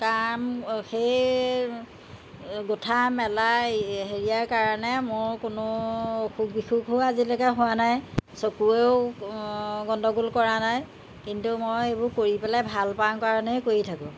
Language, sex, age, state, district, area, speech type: Assamese, female, 60+, Assam, Jorhat, urban, spontaneous